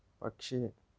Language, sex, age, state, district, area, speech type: Telugu, male, 30-45, Andhra Pradesh, Kakinada, rural, read